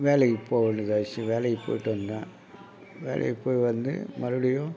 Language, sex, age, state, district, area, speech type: Tamil, male, 60+, Tamil Nadu, Mayiladuthurai, rural, spontaneous